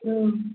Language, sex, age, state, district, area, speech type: Bodo, female, 45-60, Assam, Chirang, rural, conversation